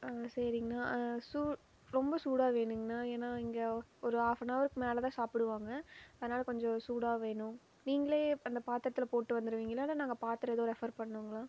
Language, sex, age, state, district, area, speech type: Tamil, female, 18-30, Tamil Nadu, Erode, rural, spontaneous